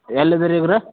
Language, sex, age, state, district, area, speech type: Kannada, male, 30-45, Karnataka, Belgaum, rural, conversation